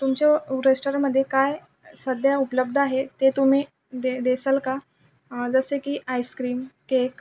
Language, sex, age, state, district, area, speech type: Marathi, male, 18-30, Maharashtra, Buldhana, urban, spontaneous